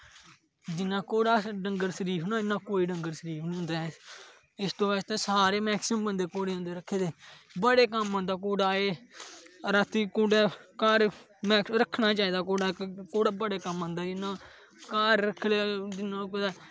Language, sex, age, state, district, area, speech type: Dogri, male, 18-30, Jammu and Kashmir, Kathua, rural, spontaneous